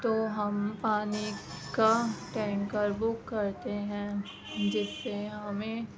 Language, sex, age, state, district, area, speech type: Urdu, female, 45-60, Delhi, Central Delhi, rural, spontaneous